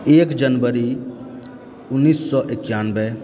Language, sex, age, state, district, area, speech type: Maithili, male, 18-30, Bihar, Supaul, rural, spontaneous